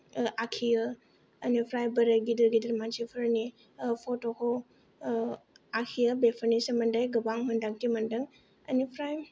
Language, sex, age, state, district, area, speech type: Bodo, female, 18-30, Assam, Kokrajhar, rural, spontaneous